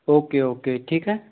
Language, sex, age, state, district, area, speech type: Hindi, male, 18-30, Madhya Pradesh, Bhopal, urban, conversation